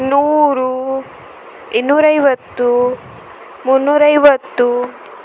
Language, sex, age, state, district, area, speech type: Kannada, female, 30-45, Karnataka, Shimoga, rural, spontaneous